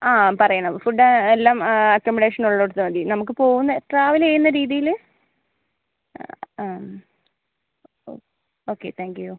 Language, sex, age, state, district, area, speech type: Malayalam, female, 60+, Kerala, Kozhikode, urban, conversation